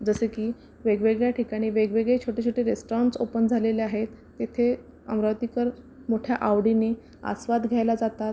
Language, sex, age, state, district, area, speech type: Marathi, female, 45-60, Maharashtra, Amravati, urban, spontaneous